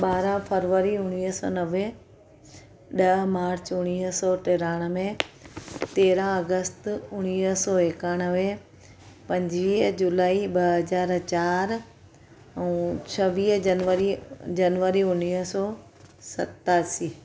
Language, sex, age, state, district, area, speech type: Sindhi, female, 45-60, Gujarat, Surat, urban, spontaneous